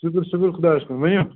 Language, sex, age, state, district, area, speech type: Kashmiri, male, 30-45, Jammu and Kashmir, Srinagar, rural, conversation